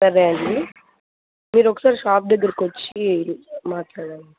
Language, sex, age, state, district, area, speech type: Telugu, female, 18-30, Andhra Pradesh, Kadapa, rural, conversation